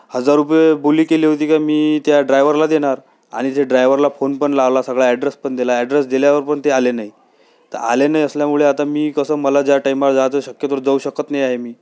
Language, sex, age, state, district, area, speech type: Marathi, male, 18-30, Maharashtra, Amravati, urban, spontaneous